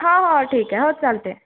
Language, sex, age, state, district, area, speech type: Marathi, female, 18-30, Maharashtra, Nagpur, urban, conversation